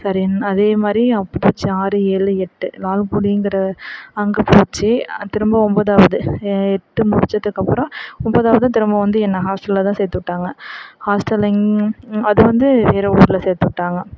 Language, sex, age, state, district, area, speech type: Tamil, female, 45-60, Tamil Nadu, Perambalur, rural, spontaneous